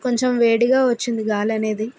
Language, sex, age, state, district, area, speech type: Telugu, female, 30-45, Andhra Pradesh, Vizianagaram, rural, spontaneous